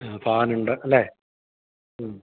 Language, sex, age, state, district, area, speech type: Malayalam, male, 45-60, Kerala, Idukki, rural, conversation